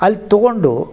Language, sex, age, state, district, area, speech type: Kannada, male, 60+, Karnataka, Dharwad, rural, spontaneous